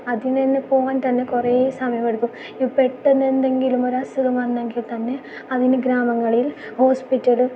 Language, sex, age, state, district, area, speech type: Malayalam, female, 18-30, Kerala, Kasaragod, rural, spontaneous